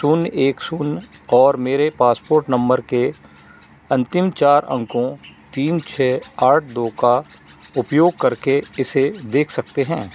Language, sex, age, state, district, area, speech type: Hindi, male, 60+, Madhya Pradesh, Narsinghpur, rural, read